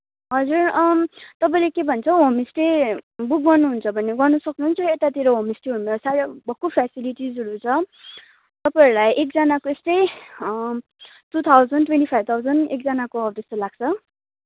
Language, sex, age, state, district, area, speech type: Nepali, female, 18-30, West Bengal, Kalimpong, rural, conversation